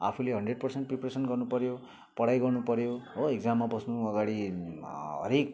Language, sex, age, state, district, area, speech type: Nepali, male, 30-45, West Bengal, Kalimpong, rural, spontaneous